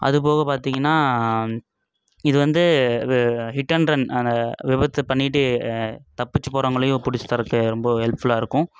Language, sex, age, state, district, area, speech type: Tamil, male, 18-30, Tamil Nadu, Coimbatore, urban, spontaneous